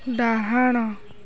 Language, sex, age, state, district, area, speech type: Odia, female, 18-30, Odisha, Kendrapara, urban, read